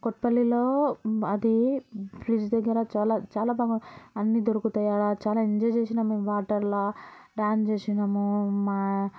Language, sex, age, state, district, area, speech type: Telugu, female, 18-30, Telangana, Vikarabad, urban, spontaneous